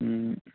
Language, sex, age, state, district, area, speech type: Odia, male, 30-45, Odisha, Nuapada, urban, conversation